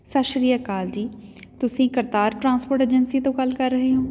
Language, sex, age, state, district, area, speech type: Punjabi, female, 30-45, Punjab, Patiala, rural, spontaneous